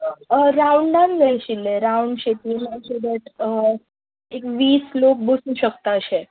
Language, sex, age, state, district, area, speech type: Goan Konkani, female, 18-30, Goa, Ponda, rural, conversation